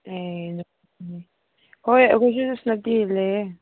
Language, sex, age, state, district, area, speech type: Manipuri, female, 18-30, Manipur, Senapati, urban, conversation